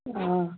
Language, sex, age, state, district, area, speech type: Odia, female, 45-60, Odisha, Sundergarh, urban, conversation